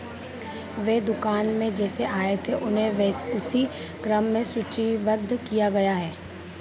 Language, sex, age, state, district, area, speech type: Hindi, female, 18-30, Madhya Pradesh, Harda, urban, read